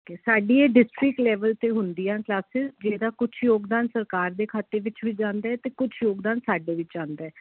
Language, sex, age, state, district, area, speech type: Punjabi, female, 30-45, Punjab, Jalandhar, urban, conversation